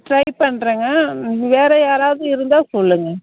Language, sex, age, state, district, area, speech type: Tamil, female, 45-60, Tamil Nadu, Ariyalur, rural, conversation